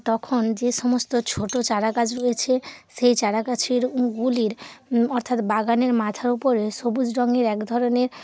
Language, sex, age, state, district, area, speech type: Bengali, female, 30-45, West Bengal, Hooghly, urban, spontaneous